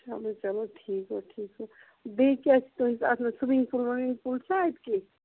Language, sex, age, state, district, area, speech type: Kashmiri, male, 60+, Jammu and Kashmir, Ganderbal, rural, conversation